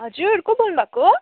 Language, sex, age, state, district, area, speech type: Nepali, female, 18-30, West Bengal, Kalimpong, rural, conversation